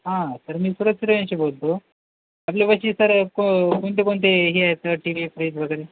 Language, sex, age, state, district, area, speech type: Marathi, male, 45-60, Maharashtra, Nanded, rural, conversation